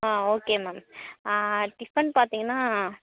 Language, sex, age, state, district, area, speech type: Tamil, female, 18-30, Tamil Nadu, Tiruvarur, rural, conversation